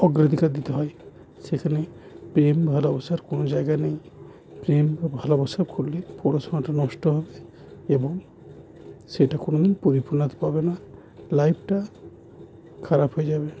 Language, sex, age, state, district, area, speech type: Bengali, male, 30-45, West Bengal, Howrah, urban, spontaneous